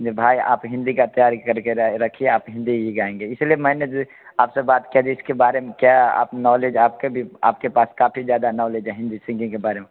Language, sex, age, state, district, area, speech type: Hindi, male, 30-45, Bihar, Darbhanga, rural, conversation